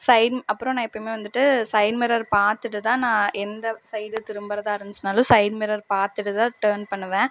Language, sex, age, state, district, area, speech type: Tamil, female, 18-30, Tamil Nadu, Erode, rural, spontaneous